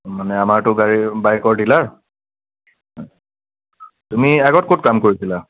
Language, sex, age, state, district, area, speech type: Assamese, male, 30-45, Assam, Nagaon, rural, conversation